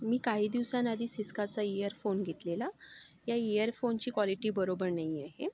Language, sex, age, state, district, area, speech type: Marathi, female, 18-30, Maharashtra, Yavatmal, urban, spontaneous